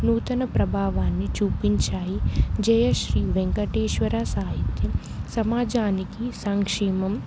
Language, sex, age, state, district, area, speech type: Telugu, female, 18-30, Telangana, Ranga Reddy, rural, spontaneous